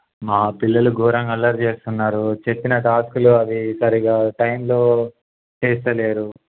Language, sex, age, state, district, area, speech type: Telugu, male, 18-30, Telangana, Peddapalli, urban, conversation